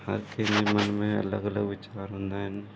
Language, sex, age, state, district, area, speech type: Sindhi, male, 30-45, Gujarat, Surat, urban, spontaneous